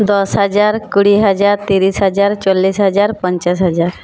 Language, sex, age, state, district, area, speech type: Bengali, female, 45-60, West Bengal, Jhargram, rural, spontaneous